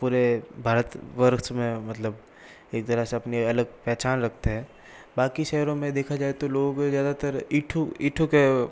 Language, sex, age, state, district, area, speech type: Hindi, male, 60+, Rajasthan, Jodhpur, urban, spontaneous